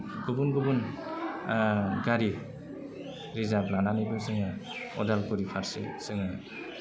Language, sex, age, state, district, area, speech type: Bodo, male, 30-45, Assam, Udalguri, urban, spontaneous